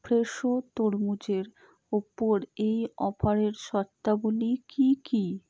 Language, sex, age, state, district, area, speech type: Bengali, female, 60+, West Bengal, Purba Bardhaman, urban, read